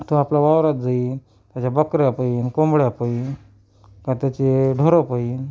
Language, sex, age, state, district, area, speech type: Marathi, male, 60+, Maharashtra, Amravati, rural, spontaneous